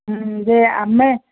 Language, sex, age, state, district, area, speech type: Odia, female, 45-60, Odisha, Sundergarh, rural, conversation